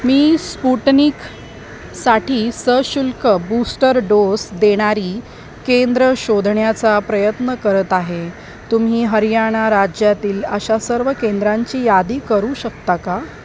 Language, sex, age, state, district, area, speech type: Marathi, female, 30-45, Maharashtra, Mumbai Suburban, urban, read